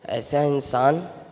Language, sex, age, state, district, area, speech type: Urdu, male, 18-30, Bihar, Gaya, urban, spontaneous